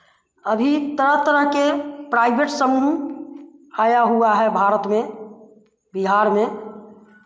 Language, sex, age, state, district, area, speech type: Hindi, female, 45-60, Bihar, Samastipur, rural, spontaneous